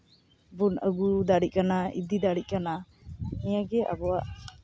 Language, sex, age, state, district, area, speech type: Santali, female, 18-30, West Bengal, Uttar Dinajpur, rural, spontaneous